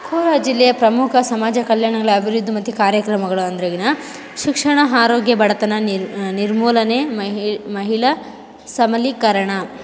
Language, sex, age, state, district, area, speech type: Kannada, female, 18-30, Karnataka, Kolar, rural, spontaneous